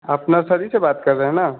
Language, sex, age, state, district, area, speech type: Hindi, male, 18-30, Bihar, Vaishali, urban, conversation